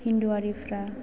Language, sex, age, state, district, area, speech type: Bodo, female, 18-30, Assam, Chirang, urban, spontaneous